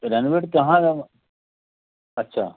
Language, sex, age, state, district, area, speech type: Hindi, male, 45-60, Madhya Pradesh, Jabalpur, urban, conversation